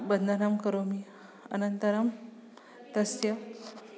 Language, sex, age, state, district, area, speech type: Sanskrit, female, 45-60, Maharashtra, Nagpur, urban, spontaneous